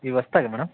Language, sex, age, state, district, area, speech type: Kannada, male, 30-45, Karnataka, Vijayanagara, rural, conversation